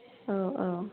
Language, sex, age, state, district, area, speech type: Bodo, female, 30-45, Assam, Chirang, urban, conversation